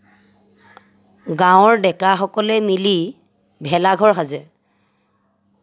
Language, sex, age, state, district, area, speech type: Assamese, female, 30-45, Assam, Lakhimpur, rural, spontaneous